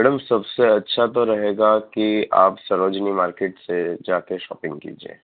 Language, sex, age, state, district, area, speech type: Gujarati, male, 30-45, Gujarat, Narmada, urban, conversation